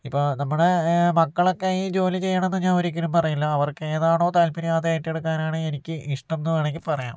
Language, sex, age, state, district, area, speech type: Malayalam, male, 45-60, Kerala, Kozhikode, urban, spontaneous